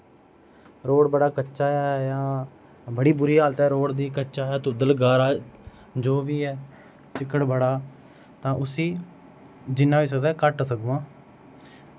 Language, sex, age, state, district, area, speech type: Dogri, male, 30-45, Jammu and Kashmir, Udhampur, rural, spontaneous